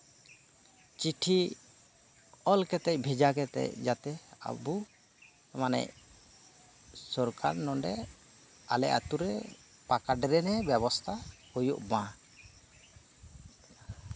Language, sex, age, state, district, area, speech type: Santali, male, 30-45, West Bengal, Birbhum, rural, spontaneous